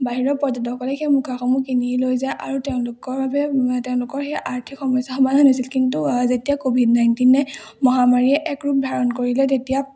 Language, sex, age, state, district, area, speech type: Assamese, female, 18-30, Assam, Majuli, urban, spontaneous